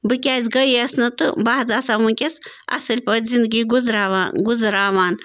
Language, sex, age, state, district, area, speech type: Kashmiri, female, 45-60, Jammu and Kashmir, Bandipora, rural, spontaneous